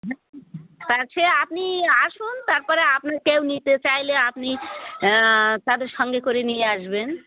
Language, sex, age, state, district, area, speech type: Bengali, female, 45-60, West Bengal, Darjeeling, urban, conversation